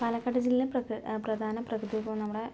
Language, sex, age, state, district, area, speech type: Malayalam, female, 30-45, Kerala, Palakkad, rural, spontaneous